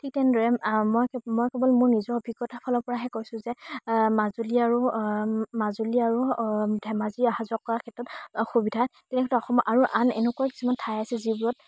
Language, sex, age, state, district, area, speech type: Assamese, female, 18-30, Assam, Majuli, urban, spontaneous